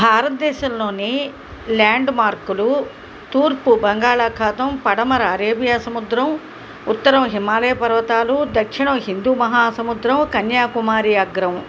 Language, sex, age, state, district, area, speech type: Telugu, female, 60+, Andhra Pradesh, Nellore, urban, spontaneous